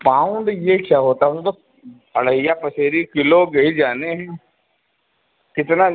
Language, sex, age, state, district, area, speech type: Hindi, male, 45-60, Uttar Pradesh, Sitapur, rural, conversation